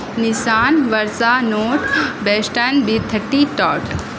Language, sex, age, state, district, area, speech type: Urdu, female, 18-30, Bihar, Saharsa, rural, spontaneous